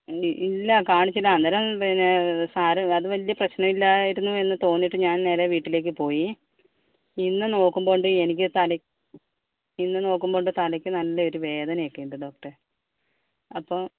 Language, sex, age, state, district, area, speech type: Malayalam, female, 60+, Kerala, Kozhikode, urban, conversation